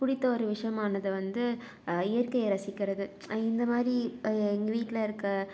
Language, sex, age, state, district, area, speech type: Tamil, female, 18-30, Tamil Nadu, Salem, urban, spontaneous